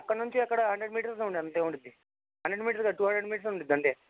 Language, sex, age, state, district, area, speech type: Telugu, male, 30-45, Andhra Pradesh, Bapatla, rural, conversation